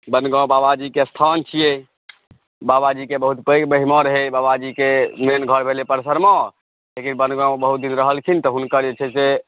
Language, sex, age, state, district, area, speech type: Maithili, male, 30-45, Bihar, Saharsa, urban, conversation